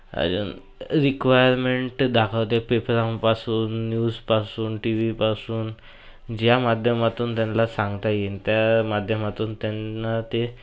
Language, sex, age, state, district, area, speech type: Marathi, male, 18-30, Maharashtra, Nagpur, urban, spontaneous